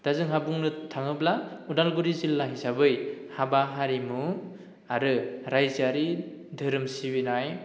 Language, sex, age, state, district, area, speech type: Bodo, male, 18-30, Assam, Udalguri, rural, spontaneous